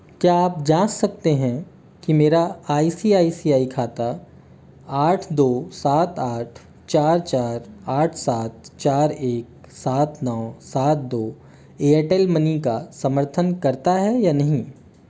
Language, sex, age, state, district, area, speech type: Hindi, male, 30-45, Delhi, New Delhi, urban, read